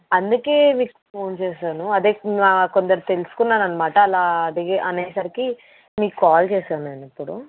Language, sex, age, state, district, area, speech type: Telugu, female, 18-30, Telangana, Medchal, urban, conversation